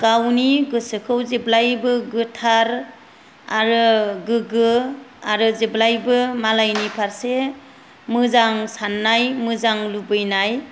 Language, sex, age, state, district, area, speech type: Bodo, female, 45-60, Assam, Kokrajhar, rural, spontaneous